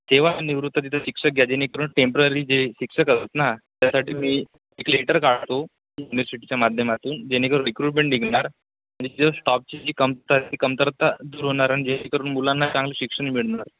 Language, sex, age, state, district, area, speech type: Marathi, male, 18-30, Maharashtra, Ratnagiri, rural, conversation